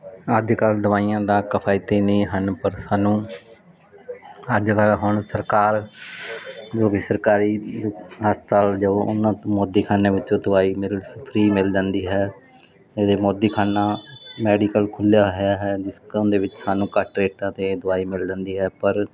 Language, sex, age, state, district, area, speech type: Punjabi, male, 30-45, Punjab, Mansa, urban, spontaneous